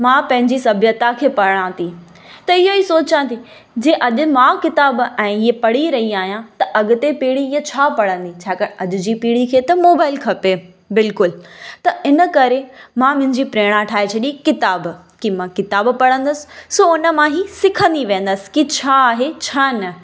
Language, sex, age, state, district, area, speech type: Sindhi, female, 18-30, Gujarat, Kutch, urban, spontaneous